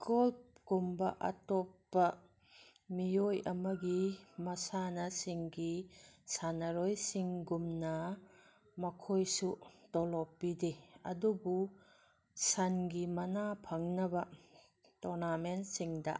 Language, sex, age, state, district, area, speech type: Manipuri, female, 45-60, Manipur, Kangpokpi, urban, read